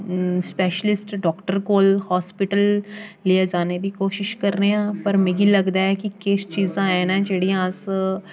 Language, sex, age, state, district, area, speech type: Dogri, female, 18-30, Jammu and Kashmir, Jammu, rural, spontaneous